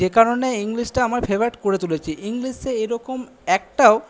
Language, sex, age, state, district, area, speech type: Bengali, male, 18-30, West Bengal, Purba Bardhaman, urban, spontaneous